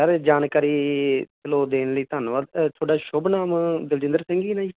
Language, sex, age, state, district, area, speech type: Punjabi, male, 30-45, Punjab, Muktsar, urban, conversation